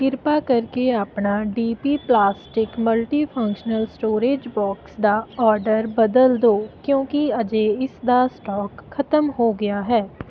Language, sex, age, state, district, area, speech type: Punjabi, female, 18-30, Punjab, Ludhiana, rural, read